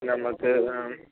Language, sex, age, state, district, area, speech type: Malayalam, male, 30-45, Kerala, Wayanad, rural, conversation